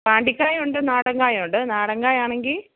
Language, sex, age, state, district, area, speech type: Malayalam, female, 30-45, Kerala, Kottayam, urban, conversation